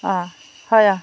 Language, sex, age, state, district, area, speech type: Assamese, female, 45-60, Assam, Jorhat, urban, spontaneous